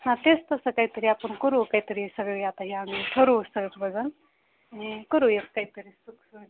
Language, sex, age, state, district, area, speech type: Marathi, female, 30-45, Maharashtra, Beed, urban, conversation